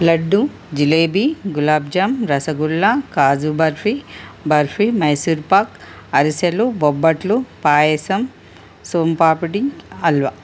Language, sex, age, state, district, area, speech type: Telugu, female, 45-60, Telangana, Ranga Reddy, urban, spontaneous